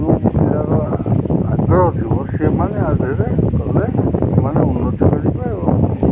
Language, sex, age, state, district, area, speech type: Odia, male, 45-60, Odisha, Jagatsinghpur, urban, spontaneous